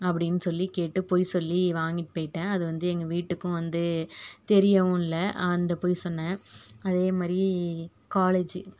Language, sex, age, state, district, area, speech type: Tamil, female, 30-45, Tamil Nadu, Tiruvarur, urban, spontaneous